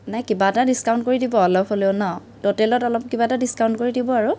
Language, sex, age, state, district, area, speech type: Assamese, female, 30-45, Assam, Kamrup Metropolitan, urban, spontaneous